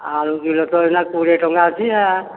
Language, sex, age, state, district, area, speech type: Odia, male, 60+, Odisha, Nayagarh, rural, conversation